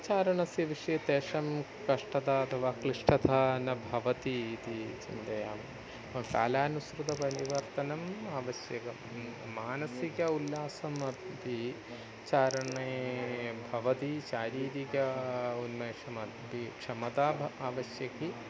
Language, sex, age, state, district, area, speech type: Sanskrit, male, 45-60, Kerala, Thiruvananthapuram, urban, spontaneous